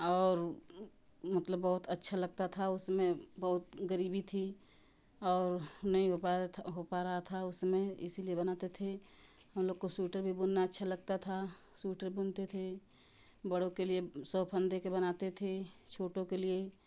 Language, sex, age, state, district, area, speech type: Hindi, female, 30-45, Uttar Pradesh, Ghazipur, rural, spontaneous